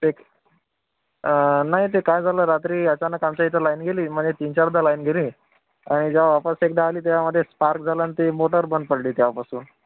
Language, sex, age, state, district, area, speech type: Marathi, male, 30-45, Maharashtra, Akola, rural, conversation